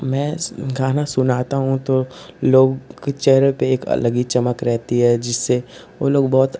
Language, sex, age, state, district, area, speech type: Hindi, male, 18-30, Uttar Pradesh, Ghazipur, urban, spontaneous